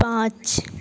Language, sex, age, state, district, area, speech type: Hindi, female, 18-30, Bihar, Madhepura, rural, read